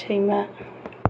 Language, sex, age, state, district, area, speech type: Bodo, female, 45-60, Assam, Kokrajhar, urban, read